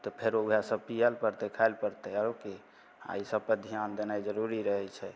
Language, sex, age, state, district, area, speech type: Maithili, male, 18-30, Bihar, Begusarai, rural, spontaneous